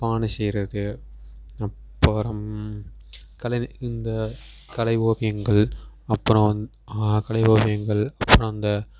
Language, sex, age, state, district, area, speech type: Tamil, male, 18-30, Tamil Nadu, Perambalur, rural, spontaneous